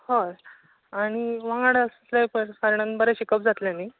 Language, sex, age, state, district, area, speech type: Goan Konkani, male, 18-30, Goa, Bardez, rural, conversation